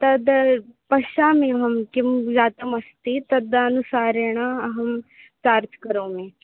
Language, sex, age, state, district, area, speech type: Sanskrit, female, 18-30, Maharashtra, Ahmednagar, urban, conversation